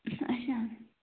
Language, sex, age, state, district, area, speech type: Kashmiri, female, 18-30, Jammu and Kashmir, Bandipora, rural, conversation